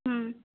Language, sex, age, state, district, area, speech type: Maithili, female, 18-30, Bihar, Madhubani, urban, conversation